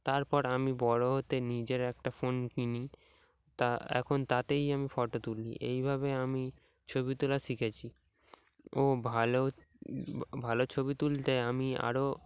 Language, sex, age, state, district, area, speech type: Bengali, male, 18-30, West Bengal, Dakshin Dinajpur, urban, spontaneous